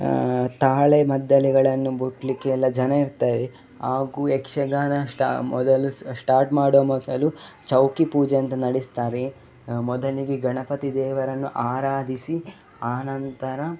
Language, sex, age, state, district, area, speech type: Kannada, male, 18-30, Karnataka, Dakshina Kannada, rural, spontaneous